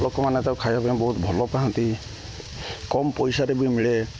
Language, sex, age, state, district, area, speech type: Odia, male, 30-45, Odisha, Jagatsinghpur, rural, spontaneous